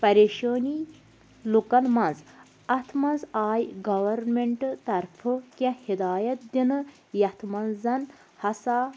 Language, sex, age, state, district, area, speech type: Kashmiri, female, 30-45, Jammu and Kashmir, Anantnag, rural, spontaneous